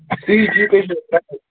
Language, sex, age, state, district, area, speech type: Kashmiri, male, 30-45, Jammu and Kashmir, Baramulla, rural, conversation